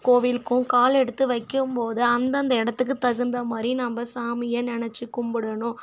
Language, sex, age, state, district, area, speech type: Tamil, female, 18-30, Tamil Nadu, Kallakurichi, urban, spontaneous